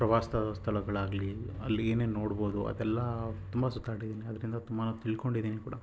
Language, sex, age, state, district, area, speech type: Kannada, male, 30-45, Karnataka, Chitradurga, rural, spontaneous